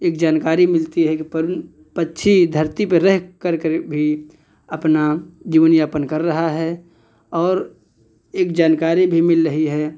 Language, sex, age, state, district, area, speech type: Hindi, male, 45-60, Uttar Pradesh, Hardoi, rural, spontaneous